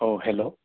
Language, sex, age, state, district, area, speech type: Bodo, male, 30-45, Assam, Kokrajhar, urban, conversation